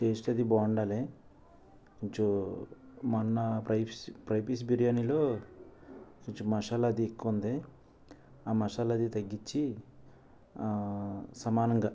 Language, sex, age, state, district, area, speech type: Telugu, male, 45-60, Andhra Pradesh, West Godavari, urban, spontaneous